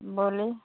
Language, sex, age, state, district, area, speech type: Hindi, female, 30-45, Uttar Pradesh, Jaunpur, rural, conversation